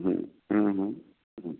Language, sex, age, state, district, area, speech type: Bengali, male, 60+, West Bengal, Purulia, rural, conversation